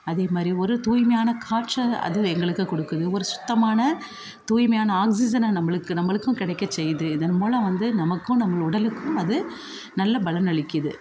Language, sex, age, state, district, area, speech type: Tamil, female, 45-60, Tamil Nadu, Thanjavur, rural, spontaneous